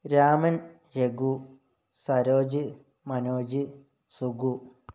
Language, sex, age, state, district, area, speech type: Malayalam, male, 30-45, Kerala, Kozhikode, rural, spontaneous